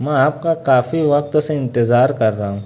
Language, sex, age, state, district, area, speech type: Urdu, male, 30-45, Maharashtra, Nashik, urban, spontaneous